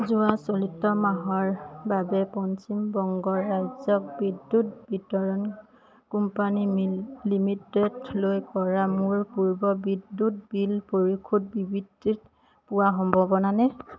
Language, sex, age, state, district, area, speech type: Assamese, female, 18-30, Assam, Dhemaji, urban, read